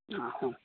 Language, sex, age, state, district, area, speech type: Kannada, male, 30-45, Karnataka, Udupi, rural, conversation